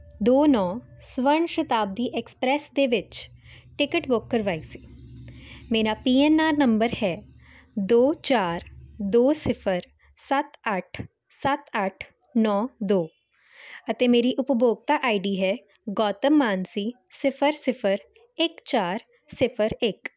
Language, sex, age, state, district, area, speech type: Punjabi, female, 18-30, Punjab, Jalandhar, urban, spontaneous